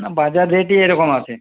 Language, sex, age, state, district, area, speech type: Bengali, male, 60+, West Bengal, Paschim Bardhaman, rural, conversation